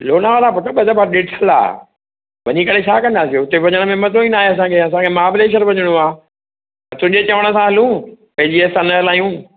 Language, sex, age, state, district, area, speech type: Sindhi, male, 60+, Maharashtra, Mumbai Suburban, urban, conversation